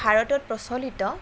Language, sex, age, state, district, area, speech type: Assamese, female, 18-30, Assam, Kamrup Metropolitan, urban, spontaneous